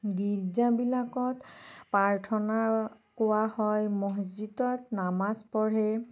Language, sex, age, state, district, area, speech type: Assamese, female, 30-45, Assam, Nagaon, rural, spontaneous